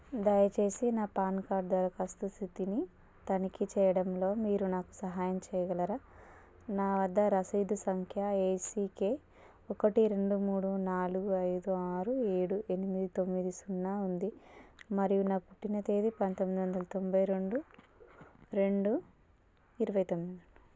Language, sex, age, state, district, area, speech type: Telugu, female, 30-45, Telangana, Warangal, rural, read